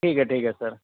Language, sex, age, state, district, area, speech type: Marathi, male, 45-60, Maharashtra, Osmanabad, rural, conversation